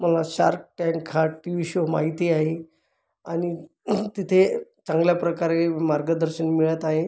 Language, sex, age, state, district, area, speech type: Marathi, male, 45-60, Maharashtra, Buldhana, urban, spontaneous